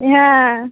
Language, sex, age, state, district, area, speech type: Bengali, female, 18-30, West Bengal, Murshidabad, rural, conversation